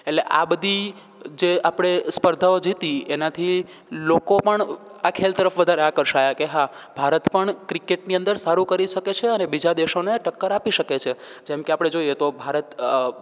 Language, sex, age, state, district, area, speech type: Gujarati, male, 18-30, Gujarat, Rajkot, rural, spontaneous